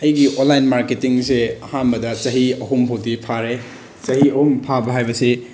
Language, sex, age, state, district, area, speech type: Manipuri, male, 18-30, Manipur, Bishnupur, rural, spontaneous